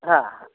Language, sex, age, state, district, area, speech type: Hindi, female, 60+, Madhya Pradesh, Bhopal, urban, conversation